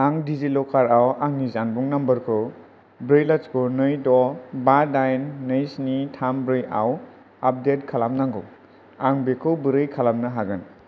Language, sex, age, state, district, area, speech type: Bodo, male, 18-30, Assam, Kokrajhar, rural, read